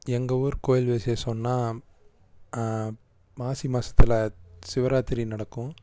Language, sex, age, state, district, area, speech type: Tamil, male, 18-30, Tamil Nadu, Erode, rural, spontaneous